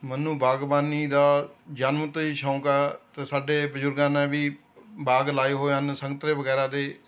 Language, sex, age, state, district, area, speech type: Punjabi, male, 60+, Punjab, Rupnagar, rural, spontaneous